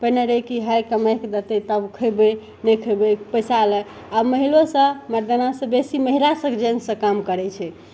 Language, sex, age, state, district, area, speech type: Maithili, female, 18-30, Bihar, Madhepura, rural, spontaneous